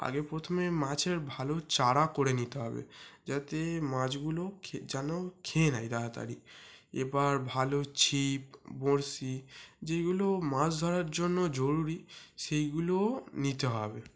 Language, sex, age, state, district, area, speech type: Bengali, male, 18-30, West Bengal, North 24 Parganas, urban, spontaneous